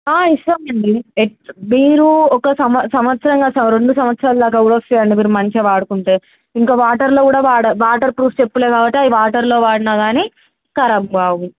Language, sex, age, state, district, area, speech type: Telugu, female, 18-30, Telangana, Mulugu, urban, conversation